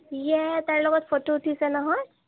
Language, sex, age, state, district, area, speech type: Assamese, female, 30-45, Assam, Sonitpur, rural, conversation